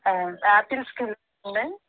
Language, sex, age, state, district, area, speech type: Telugu, female, 60+, Andhra Pradesh, Eluru, rural, conversation